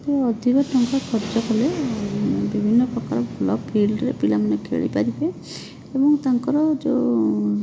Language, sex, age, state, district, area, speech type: Odia, female, 30-45, Odisha, Rayagada, rural, spontaneous